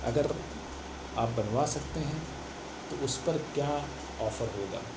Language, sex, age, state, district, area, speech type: Urdu, male, 18-30, Delhi, South Delhi, urban, spontaneous